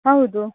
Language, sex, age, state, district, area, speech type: Kannada, female, 30-45, Karnataka, Dakshina Kannada, rural, conversation